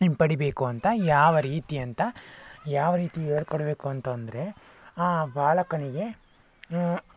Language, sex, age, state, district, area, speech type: Kannada, male, 60+, Karnataka, Tumkur, rural, spontaneous